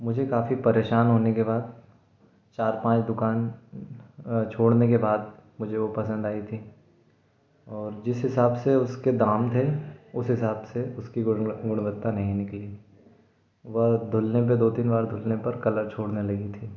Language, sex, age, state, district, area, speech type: Hindi, male, 18-30, Madhya Pradesh, Bhopal, urban, spontaneous